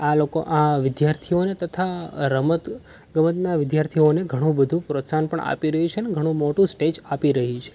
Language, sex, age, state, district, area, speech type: Gujarati, male, 18-30, Gujarat, Rajkot, urban, spontaneous